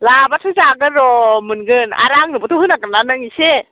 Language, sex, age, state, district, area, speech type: Bodo, female, 45-60, Assam, Chirang, rural, conversation